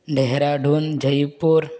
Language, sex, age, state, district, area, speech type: Sanskrit, male, 18-30, Karnataka, Haveri, urban, spontaneous